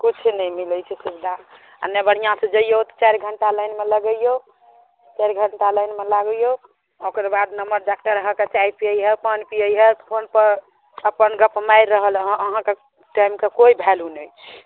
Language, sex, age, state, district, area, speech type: Maithili, female, 30-45, Bihar, Samastipur, urban, conversation